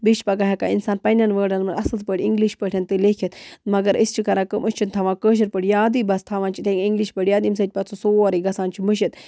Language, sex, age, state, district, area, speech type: Kashmiri, female, 45-60, Jammu and Kashmir, Budgam, rural, spontaneous